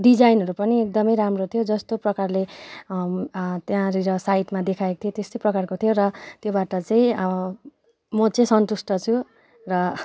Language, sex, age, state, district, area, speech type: Nepali, female, 18-30, West Bengal, Kalimpong, rural, spontaneous